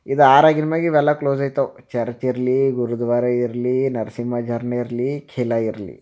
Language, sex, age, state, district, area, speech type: Kannada, male, 30-45, Karnataka, Bidar, urban, spontaneous